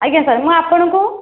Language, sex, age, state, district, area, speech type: Odia, female, 18-30, Odisha, Khordha, rural, conversation